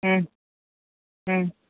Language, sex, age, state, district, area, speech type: Malayalam, female, 45-60, Kerala, Thiruvananthapuram, urban, conversation